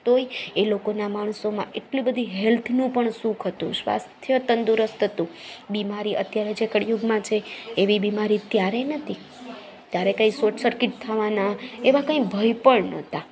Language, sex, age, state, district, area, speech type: Gujarati, female, 30-45, Gujarat, Junagadh, urban, spontaneous